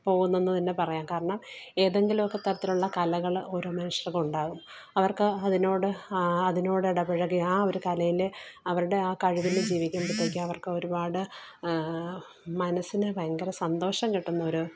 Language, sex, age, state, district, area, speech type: Malayalam, female, 45-60, Kerala, Alappuzha, rural, spontaneous